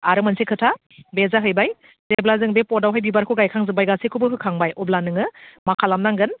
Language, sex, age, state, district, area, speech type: Bodo, female, 30-45, Assam, Udalguri, urban, conversation